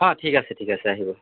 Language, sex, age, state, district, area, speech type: Assamese, male, 30-45, Assam, Lakhimpur, rural, conversation